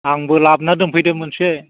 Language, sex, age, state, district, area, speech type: Bodo, male, 60+, Assam, Baksa, urban, conversation